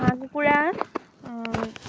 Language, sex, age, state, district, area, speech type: Assamese, female, 18-30, Assam, Sivasagar, rural, spontaneous